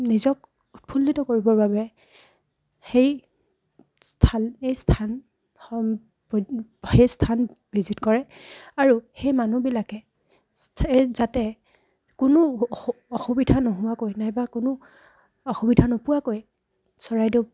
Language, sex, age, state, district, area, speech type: Assamese, female, 18-30, Assam, Charaideo, rural, spontaneous